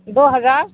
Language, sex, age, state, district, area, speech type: Urdu, female, 60+, Bihar, Supaul, rural, conversation